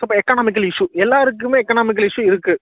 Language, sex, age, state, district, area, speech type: Tamil, male, 18-30, Tamil Nadu, Nagapattinam, rural, conversation